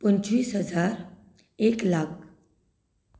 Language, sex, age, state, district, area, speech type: Goan Konkani, female, 30-45, Goa, Canacona, rural, spontaneous